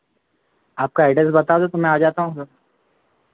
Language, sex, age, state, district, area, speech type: Hindi, male, 30-45, Madhya Pradesh, Harda, urban, conversation